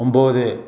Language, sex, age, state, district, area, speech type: Tamil, male, 45-60, Tamil Nadu, Salem, urban, read